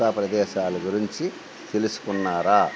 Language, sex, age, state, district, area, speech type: Telugu, male, 60+, Andhra Pradesh, Eluru, rural, spontaneous